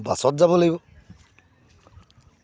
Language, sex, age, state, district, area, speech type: Assamese, male, 60+, Assam, Charaideo, urban, spontaneous